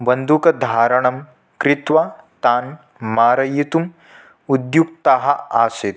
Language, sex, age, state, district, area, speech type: Sanskrit, male, 18-30, Manipur, Kangpokpi, rural, spontaneous